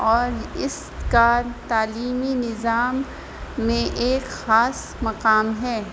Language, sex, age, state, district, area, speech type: Urdu, female, 30-45, Uttar Pradesh, Rampur, urban, spontaneous